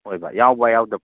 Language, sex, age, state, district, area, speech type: Manipuri, male, 30-45, Manipur, Churachandpur, rural, conversation